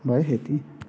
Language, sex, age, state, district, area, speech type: Nepali, male, 60+, West Bengal, Darjeeling, rural, spontaneous